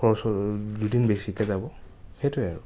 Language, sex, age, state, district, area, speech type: Assamese, male, 30-45, Assam, Nagaon, rural, spontaneous